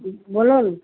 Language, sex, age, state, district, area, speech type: Bengali, female, 45-60, West Bengal, Purba Bardhaman, urban, conversation